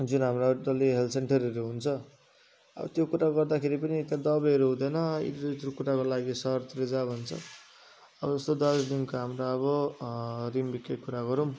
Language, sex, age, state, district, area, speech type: Nepali, male, 30-45, West Bengal, Darjeeling, rural, spontaneous